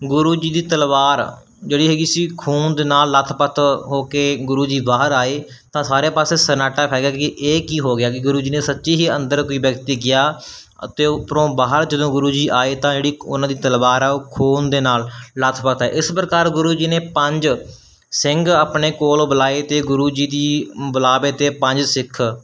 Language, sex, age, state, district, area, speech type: Punjabi, male, 18-30, Punjab, Mansa, rural, spontaneous